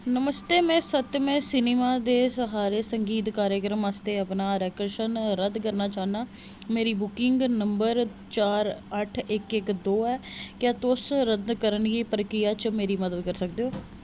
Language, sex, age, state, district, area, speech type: Dogri, female, 30-45, Jammu and Kashmir, Jammu, urban, read